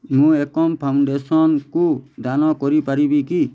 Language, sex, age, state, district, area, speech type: Odia, male, 30-45, Odisha, Bargarh, urban, read